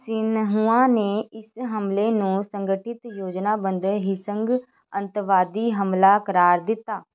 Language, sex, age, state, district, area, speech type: Punjabi, female, 18-30, Punjab, Shaheed Bhagat Singh Nagar, rural, read